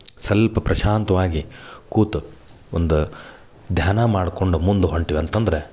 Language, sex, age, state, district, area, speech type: Kannada, male, 30-45, Karnataka, Dharwad, rural, spontaneous